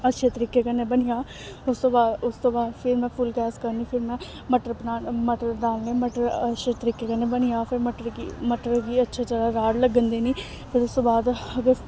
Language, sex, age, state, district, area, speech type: Dogri, female, 18-30, Jammu and Kashmir, Samba, rural, spontaneous